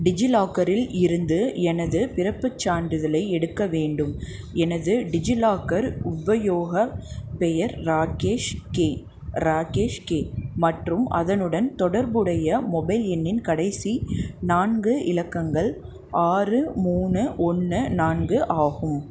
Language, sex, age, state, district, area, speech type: Tamil, female, 18-30, Tamil Nadu, Madurai, urban, read